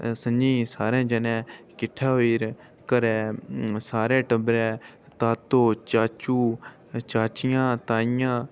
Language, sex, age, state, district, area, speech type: Dogri, male, 18-30, Jammu and Kashmir, Udhampur, rural, spontaneous